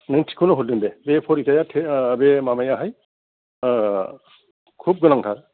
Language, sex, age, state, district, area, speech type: Bodo, male, 60+, Assam, Kokrajhar, rural, conversation